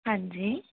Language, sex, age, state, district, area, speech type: Punjabi, female, 30-45, Punjab, Mohali, urban, conversation